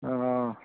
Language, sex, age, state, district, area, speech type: Odia, male, 45-60, Odisha, Rayagada, rural, conversation